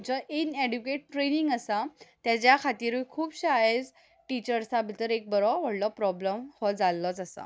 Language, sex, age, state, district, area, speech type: Goan Konkani, female, 18-30, Goa, Ponda, urban, spontaneous